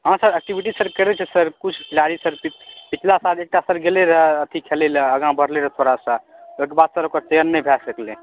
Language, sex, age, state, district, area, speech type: Maithili, male, 18-30, Bihar, Supaul, rural, conversation